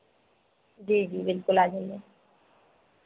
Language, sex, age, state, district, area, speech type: Hindi, female, 30-45, Madhya Pradesh, Harda, urban, conversation